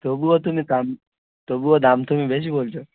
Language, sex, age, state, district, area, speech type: Bengali, male, 30-45, West Bengal, South 24 Parganas, rural, conversation